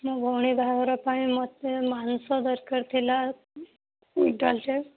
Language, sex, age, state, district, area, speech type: Odia, female, 30-45, Odisha, Boudh, rural, conversation